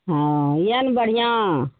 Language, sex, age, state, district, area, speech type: Maithili, female, 45-60, Bihar, Araria, rural, conversation